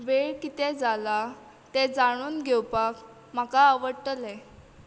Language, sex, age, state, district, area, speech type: Goan Konkani, female, 18-30, Goa, Quepem, urban, read